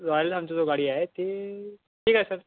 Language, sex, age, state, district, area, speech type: Marathi, male, 18-30, Maharashtra, Yavatmal, rural, conversation